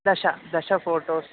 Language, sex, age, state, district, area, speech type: Sanskrit, male, 18-30, Karnataka, Chikkamagaluru, urban, conversation